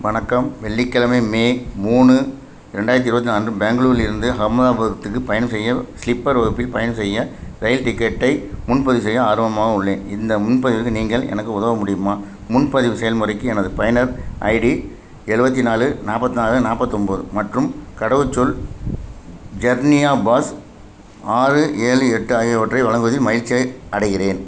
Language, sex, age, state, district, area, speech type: Tamil, male, 45-60, Tamil Nadu, Thanjavur, urban, read